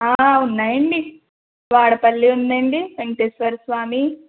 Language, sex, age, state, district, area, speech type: Telugu, female, 60+, Andhra Pradesh, East Godavari, rural, conversation